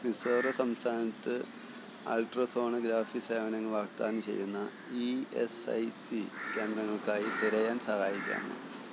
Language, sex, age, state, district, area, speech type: Malayalam, male, 45-60, Kerala, Thiruvananthapuram, rural, read